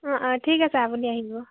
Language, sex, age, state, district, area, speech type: Assamese, female, 30-45, Assam, Tinsukia, rural, conversation